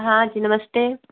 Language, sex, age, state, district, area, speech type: Hindi, female, 45-60, Uttar Pradesh, Mau, urban, conversation